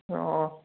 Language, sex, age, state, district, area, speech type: Assamese, male, 18-30, Assam, Sonitpur, rural, conversation